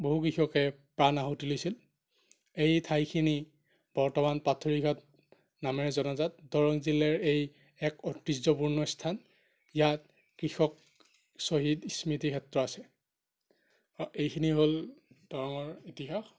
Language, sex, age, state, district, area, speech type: Assamese, male, 30-45, Assam, Darrang, rural, spontaneous